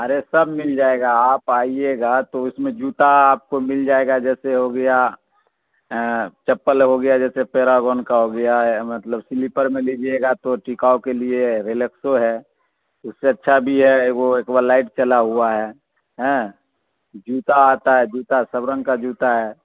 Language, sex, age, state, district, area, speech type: Urdu, male, 45-60, Bihar, Supaul, rural, conversation